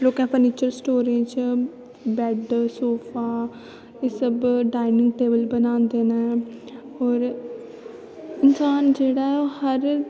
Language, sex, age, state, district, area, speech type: Dogri, female, 18-30, Jammu and Kashmir, Kathua, rural, spontaneous